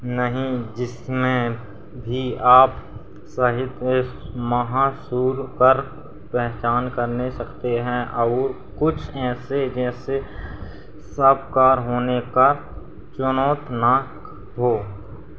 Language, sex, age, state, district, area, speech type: Hindi, male, 18-30, Madhya Pradesh, Seoni, urban, read